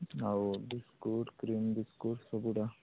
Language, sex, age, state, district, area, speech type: Odia, male, 45-60, Odisha, Sundergarh, rural, conversation